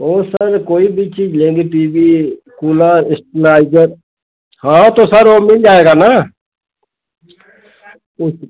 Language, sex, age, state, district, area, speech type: Hindi, male, 45-60, Uttar Pradesh, Chandauli, rural, conversation